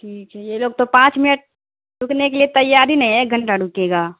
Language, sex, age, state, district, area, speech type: Urdu, female, 30-45, Bihar, Darbhanga, rural, conversation